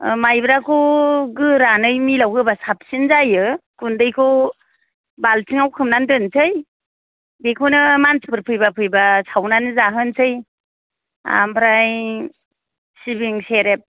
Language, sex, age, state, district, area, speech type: Bodo, female, 45-60, Assam, Kokrajhar, rural, conversation